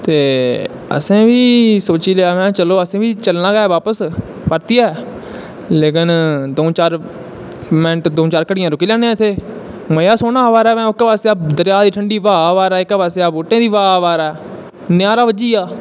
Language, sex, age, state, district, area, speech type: Dogri, male, 18-30, Jammu and Kashmir, Reasi, rural, spontaneous